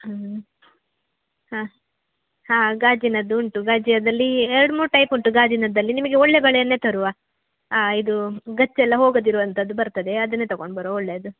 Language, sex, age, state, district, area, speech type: Kannada, female, 30-45, Karnataka, Udupi, rural, conversation